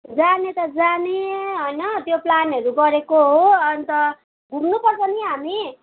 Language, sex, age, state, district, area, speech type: Nepali, female, 18-30, West Bengal, Darjeeling, rural, conversation